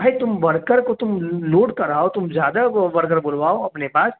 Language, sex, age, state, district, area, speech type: Urdu, male, 18-30, Bihar, Darbhanga, urban, conversation